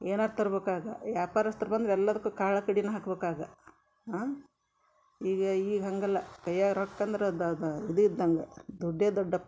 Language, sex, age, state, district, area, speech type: Kannada, female, 60+, Karnataka, Gadag, urban, spontaneous